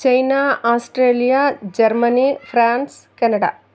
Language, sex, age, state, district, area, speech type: Telugu, female, 45-60, Andhra Pradesh, Chittoor, rural, spontaneous